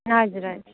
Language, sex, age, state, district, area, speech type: Nepali, female, 18-30, West Bengal, Darjeeling, rural, conversation